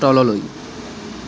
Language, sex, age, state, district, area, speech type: Assamese, male, 45-60, Assam, Charaideo, rural, read